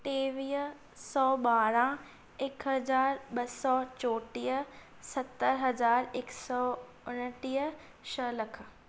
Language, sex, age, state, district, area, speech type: Sindhi, female, 18-30, Maharashtra, Thane, urban, spontaneous